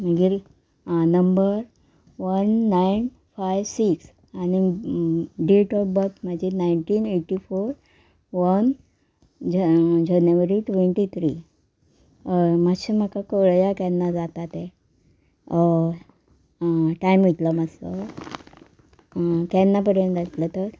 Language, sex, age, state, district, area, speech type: Goan Konkani, female, 45-60, Goa, Murmgao, urban, spontaneous